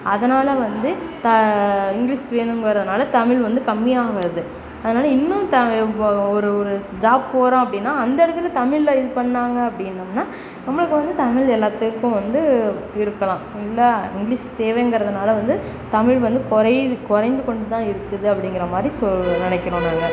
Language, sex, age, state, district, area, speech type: Tamil, female, 30-45, Tamil Nadu, Perambalur, rural, spontaneous